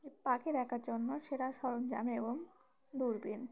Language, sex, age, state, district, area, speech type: Bengali, female, 18-30, West Bengal, Uttar Dinajpur, urban, spontaneous